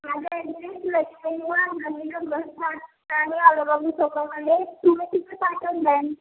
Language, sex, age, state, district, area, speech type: Marathi, female, 18-30, Maharashtra, Nagpur, urban, conversation